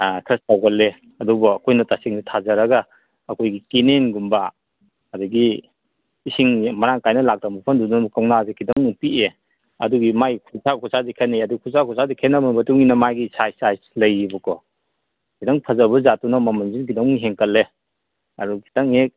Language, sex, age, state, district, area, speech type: Manipuri, male, 45-60, Manipur, Kangpokpi, urban, conversation